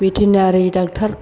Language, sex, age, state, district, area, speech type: Bodo, female, 60+, Assam, Chirang, rural, spontaneous